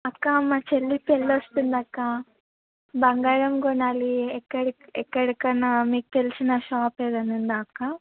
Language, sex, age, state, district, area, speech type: Telugu, female, 18-30, Telangana, Vikarabad, rural, conversation